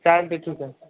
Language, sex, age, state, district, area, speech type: Marathi, male, 18-30, Maharashtra, Osmanabad, rural, conversation